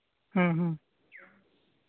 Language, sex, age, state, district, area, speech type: Santali, male, 30-45, West Bengal, Birbhum, rural, conversation